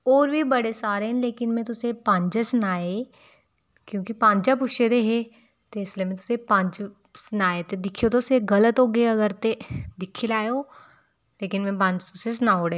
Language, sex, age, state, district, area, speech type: Dogri, female, 18-30, Jammu and Kashmir, Udhampur, rural, spontaneous